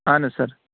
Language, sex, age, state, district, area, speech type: Kashmiri, male, 18-30, Jammu and Kashmir, Bandipora, rural, conversation